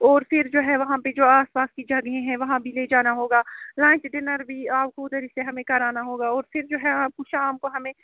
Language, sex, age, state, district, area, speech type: Urdu, female, 30-45, Jammu and Kashmir, Srinagar, urban, conversation